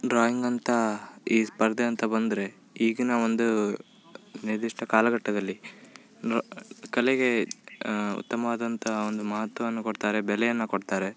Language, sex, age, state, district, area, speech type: Kannada, male, 18-30, Karnataka, Uttara Kannada, rural, spontaneous